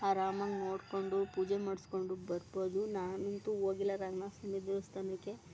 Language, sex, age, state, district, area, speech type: Kannada, female, 30-45, Karnataka, Mandya, rural, spontaneous